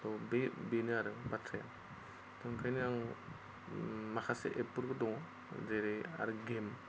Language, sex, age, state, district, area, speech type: Bodo, male, 30-45, Assam, Goalpara, rural, spontaneous